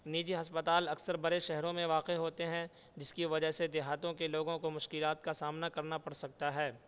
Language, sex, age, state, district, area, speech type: Urdu, male, 18-30, Uttar Pradesh, Saharanpur, urban, spontaneous